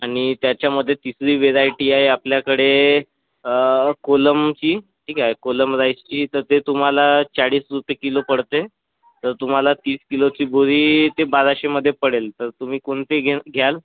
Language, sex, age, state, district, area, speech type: Marathi, female, 18-30, Maharashtra, Bhandara, urban, conversation